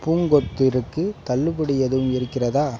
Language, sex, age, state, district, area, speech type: Tamil, male, 45-60, Tamil Nadu, Ariyalur, rural, read